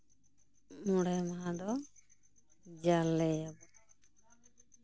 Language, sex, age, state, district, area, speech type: Santali, female, 45-60, West Bengal, Bankura, rural, spontaneous